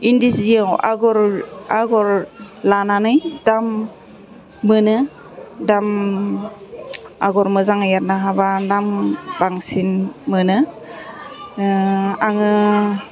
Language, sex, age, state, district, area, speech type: Bodo, female, 30-45, Assam, Udalguri, urban, spontaneous